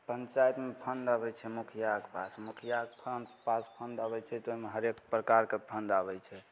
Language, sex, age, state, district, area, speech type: Maithili, male, 18-30, Bihar, Begusarai, rural, spontaneous